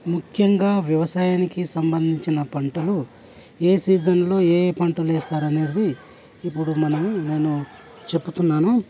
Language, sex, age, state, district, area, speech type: Telugu, male, 30-45, Telangana, Hyderabad, rural, spontaneous